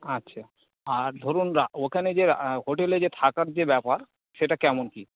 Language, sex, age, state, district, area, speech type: Bengali, male, 45-60, West Bengal, Dakshin Dinajpur, rural, conversation